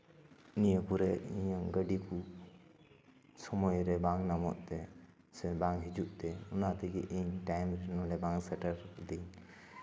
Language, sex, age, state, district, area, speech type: Santali, male, 30-45, West Bengal, Paschim Bardhaman, rural, spontaneous